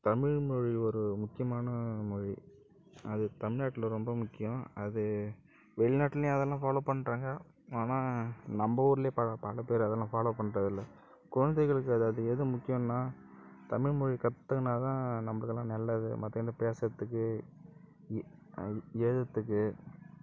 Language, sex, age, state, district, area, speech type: Tamil, male, 30-45, Tamil Nadu, Cuddalore, rural, spontaneous